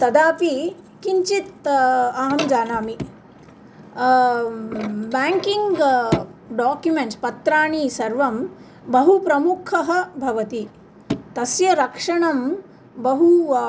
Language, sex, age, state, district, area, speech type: Sanskrit, female, 45-60, Andhra Pradesh, Nellore, urban, spontaneous